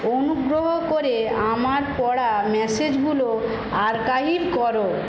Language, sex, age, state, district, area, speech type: Bengali, female, 45-60, West Bengal, Paschim Medinipur, rural, read